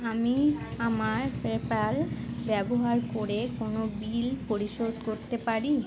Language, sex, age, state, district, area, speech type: Bengali, female, 18-30, West Bengal, Uttar Dinajpur, urban, read